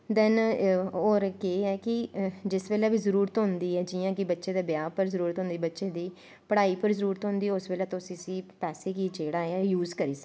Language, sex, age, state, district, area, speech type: Dogri, female, 30-45, Jammu and Kashmir, Udhampur, urban, spontaneous